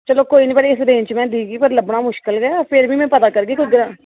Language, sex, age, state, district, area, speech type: Dogri, female, 30-45, Jammu and Kashmir, Reasi, urban, conversation